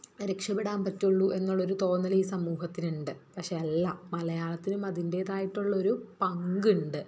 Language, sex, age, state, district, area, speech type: Malayalam, female, 30-45, Kerala, Thrissur, rural, spontaneous